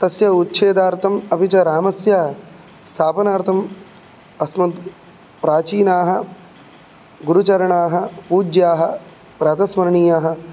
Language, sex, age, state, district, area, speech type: Sanskrit, male, 18-30, Karnataka, Udupi, urban, spontaneous